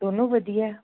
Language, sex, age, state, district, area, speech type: Punjabi, female, 45-60, Punjab, Gurdaspur, urban, conversation